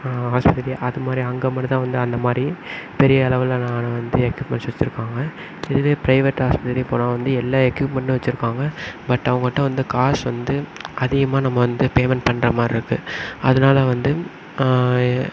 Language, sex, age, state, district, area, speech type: Tamil, male, 18-30, Tamil Nadu, Sivaganga, rural, spontaneous